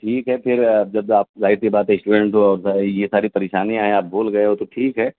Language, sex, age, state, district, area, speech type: Urdu, male, 18-30, Uttar Pradesh, Azamgarh, rural, conversation